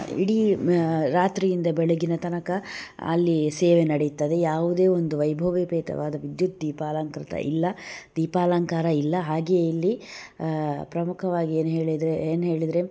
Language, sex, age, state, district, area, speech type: Kannada, female, 30-45, Karnataka, Udupi, rural, spontaneous